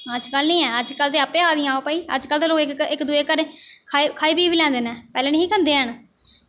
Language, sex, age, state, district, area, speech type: Dogri, female, 18-30, Jammu and Kashmir, Jammu, rural, spontaneous